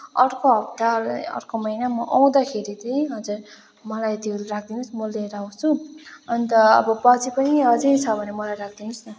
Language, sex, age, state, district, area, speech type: Nepali, female, 18-30, West Bengal, Kalimpong, rural, spontaneous